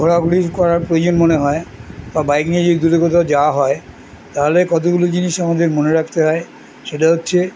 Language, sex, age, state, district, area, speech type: Bengali, male, 60+, West Bengal, Kolkata, urban, spontaneous